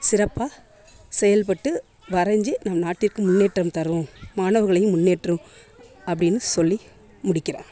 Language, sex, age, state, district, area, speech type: Tamil, female, 30-45, Tamil Nadu, Tiruvarur, rural, spontaneous